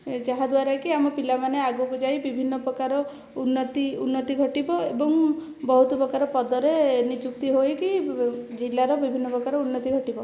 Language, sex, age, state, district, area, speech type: Odia, female, 18-30, Odisha, Puri, urban, spontaneous